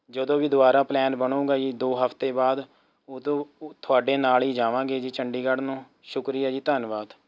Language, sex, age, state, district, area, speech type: Punjabi, male, 18-30, Punjab, Rupnagar, rural, spontaneous